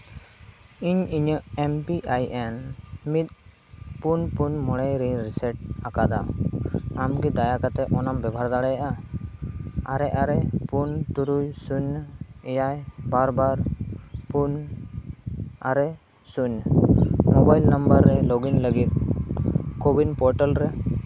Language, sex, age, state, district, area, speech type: Santali, male, 18-30, Jharkhand, Seraikela Kharsawan, rural, read